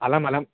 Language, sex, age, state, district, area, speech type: Sanskrit, male, 18-30, Telangana, Mahbubnagar, urban, conversation